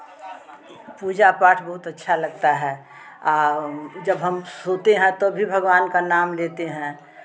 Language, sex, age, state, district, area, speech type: Hindi, female, 60+, Uttar Pradesh, Chandauli, rural, spontaneous